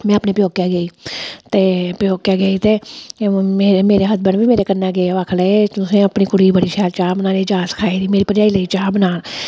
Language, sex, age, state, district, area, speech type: Dogri, female, 45-60, Jammu and Kashmir, Samba, rural, spontaneous